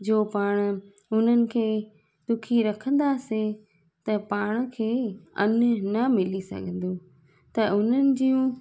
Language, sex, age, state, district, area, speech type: Sindhi, female, 30-45, Gujarat, Junagadh, rural, spontaneous